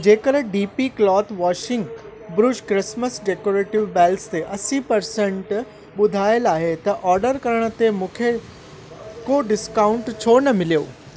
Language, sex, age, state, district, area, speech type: Sindhi, male, 45-60, Rajasthan, Ajmer, rural, read